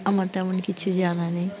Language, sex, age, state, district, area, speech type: Bengali, female, 18-30, West Bengal, Dakshin Dinajpur, urban, spontaneous